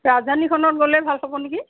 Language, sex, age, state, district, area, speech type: Assamese, female, 60+, Assam, Tinsukia, rural, conversation